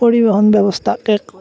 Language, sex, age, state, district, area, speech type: Assamese, male, 18-30, Assam, Darrang, rural, spontaneous